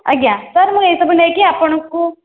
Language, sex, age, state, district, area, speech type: Odia, female, 18-30, Odisha, Khordha, rural, conversation